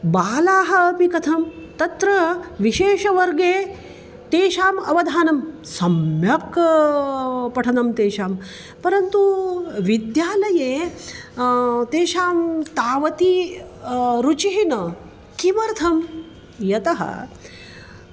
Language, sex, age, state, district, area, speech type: Sanskrit, female, 45-60, Maharashtra, Nagpur, urban, spontaneous